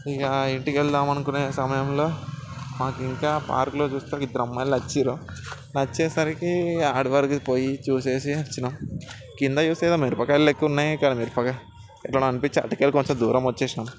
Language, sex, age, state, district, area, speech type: Telugu, male, 18-30, Telangana, Ranga Reddy, urban, spontaneous